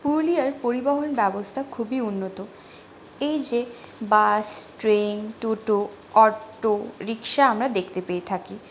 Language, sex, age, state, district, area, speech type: Bengali, female, 30-45, West Bengal, Purulia, urban, spontaneous